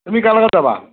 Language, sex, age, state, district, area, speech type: Assamese, male, 30-45, Assam, Nagaon, rural, conversation